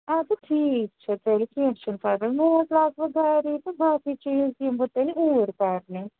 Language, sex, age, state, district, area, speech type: Kashmiri, female, 45-60, Jammu and Kashmir, Srinagar, urban, conversation